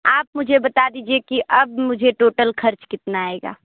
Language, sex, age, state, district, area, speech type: Hindi, female, 30-45, Uttar Pradesh, Sonbhadra, rural, conversation